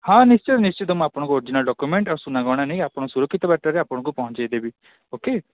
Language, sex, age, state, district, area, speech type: Odia, male, 18-30, Odisha, Cuttack, urban, conversation